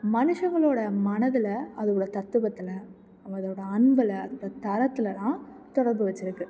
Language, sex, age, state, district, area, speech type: Tamil, female, 18-30, Tamil Nadu, Tiruchirappalli, rural, spontaneous